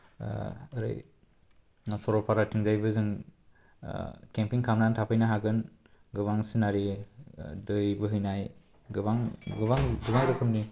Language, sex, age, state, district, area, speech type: Bodo, male, 30-45, Assam, Kokrajhar, urban, spontaneous